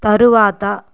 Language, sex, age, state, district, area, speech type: Telugu, female, 45-60, Andhra Pradesh, Sri Balaji, urban, read